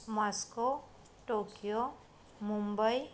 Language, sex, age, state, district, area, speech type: Gujarati, female, 30-45, Gujarat, Anand, urban, spontaneous